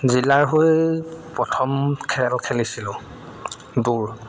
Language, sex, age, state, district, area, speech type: Assamese, male, 30-45, Assam, Sivasagar, urban, spontaneous